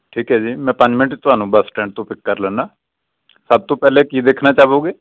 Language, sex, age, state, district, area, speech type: Punjabi, male, 45-60, Punjab, Amritsar, rural, conversation